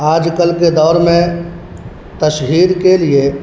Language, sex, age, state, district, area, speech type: Urdu, male, 18-30, Bihar, Purnia, rural, spontaneous